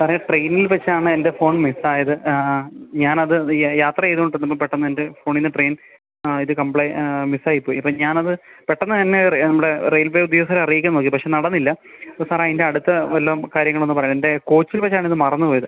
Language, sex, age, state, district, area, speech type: Malayalam, male, 30-45, Kerala, Alappuzha, rural, conversation